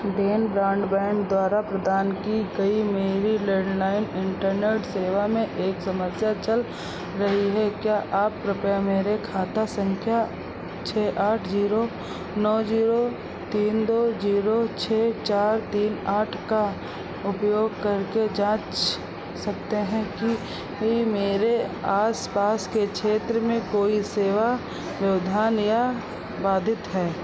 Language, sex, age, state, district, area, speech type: Hindi, female, 45-60, Uttar Pradesh, Sitapur, rural, read